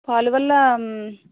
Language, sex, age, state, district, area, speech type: Telugu, female, 45-60, Andhra Pradesh, East Godavari, rural, conversation